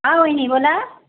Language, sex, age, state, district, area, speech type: Marathi, female, 30-45, Maharashtra, Raigad, rural, conversation